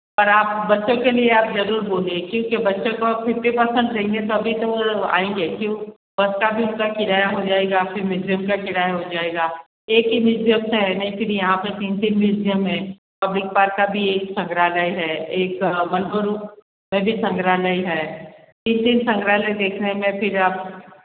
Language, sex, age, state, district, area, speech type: Hindi, female, 60+, Rajasthan, Jodhpur, urban, conversation